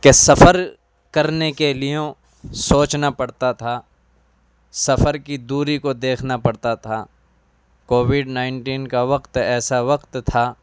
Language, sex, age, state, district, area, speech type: Urdu, male, 18-30, Delhi, East Delhi, urban, spontaneous